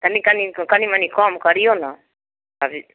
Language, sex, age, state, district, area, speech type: Maithili, female, 45-60, Bihar, Samastipur, rural, conversation